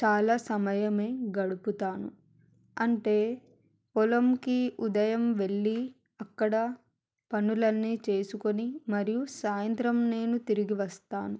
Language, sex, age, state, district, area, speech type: Telugu, female, 45-60, Telangana, Hyderabad, rural, spontaneous